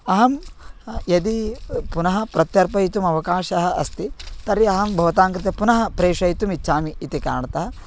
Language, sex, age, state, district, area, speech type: Sanskrit, male, 18-30, Karnataka, Vijayapura, rural, spontaneous